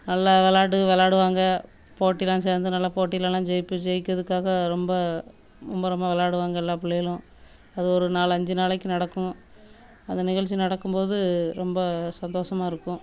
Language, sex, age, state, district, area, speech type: Tamil, female, 30-45, Tamil Nadu, Thoothukudi, urban, spontaneous